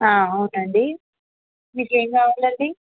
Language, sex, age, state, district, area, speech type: Telugu, female, 18-30, Andhra Pradesh, Visakhapatnam, urban, conversation